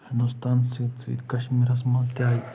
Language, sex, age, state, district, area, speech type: Kashmiri, male, 30-45, Jammu and Kashmir, Anantnag, rural, spontaneous